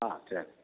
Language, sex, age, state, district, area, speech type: Tamil, male, 60+, Tamil Nadu, Madurai, rural, conversation